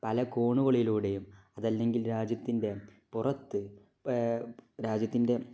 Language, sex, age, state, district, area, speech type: Malayalam, male, 18-30, Kerala, Kozhikode, rural, spontaneous